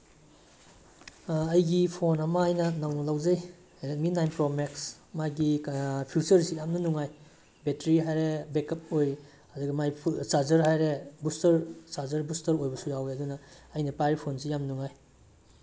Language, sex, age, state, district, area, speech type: Manipuri, male, 18-30, Manipur, Bishnupur, rural, spontaneous